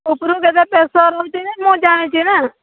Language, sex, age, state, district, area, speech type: Odia, female, 60+, Odisha, Boudh, rural, conversation